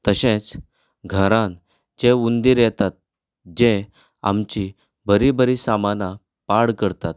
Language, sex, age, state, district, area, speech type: Goan Konkani, male, 30-45, Goa, Canacona, rural, spontaneous